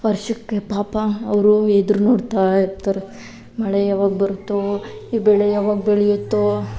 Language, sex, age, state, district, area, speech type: Kannada, female, 18-30, Karnataka, Kolar, rural, spontaneous